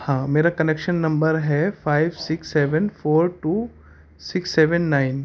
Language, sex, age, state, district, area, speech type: Urdu, male, 18-30, Delhi, North East Delhi, urban, spontaneous